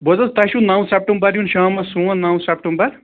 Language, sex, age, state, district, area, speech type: Kashmiri, male, 30-45, Jammu and Kashmir, Srinagar, urban, conversation